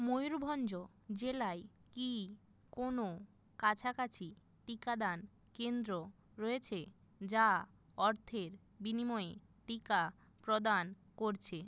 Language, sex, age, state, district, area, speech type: Bengali, female, 30-45, West Bengal, Jalpaiguri, rural, read